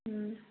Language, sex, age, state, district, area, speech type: Manipuri, female, 18-30, Manipur, Kangpokpi, urban, conversation